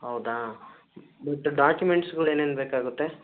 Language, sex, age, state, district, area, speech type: Kannada, male, 30-45, Karnataka, Chikkamagaluru, urban, conversation